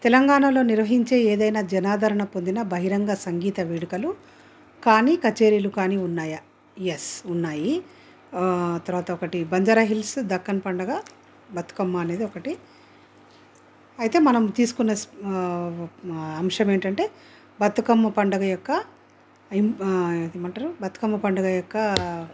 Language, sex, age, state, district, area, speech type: Telugu, female, 60+, Telangana, Hyderabad, urban, spontaneous